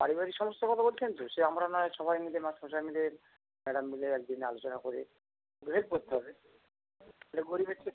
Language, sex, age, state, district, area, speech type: Bengali, male, 45-60, West Bengal, North 24 Parganas, urban, conversation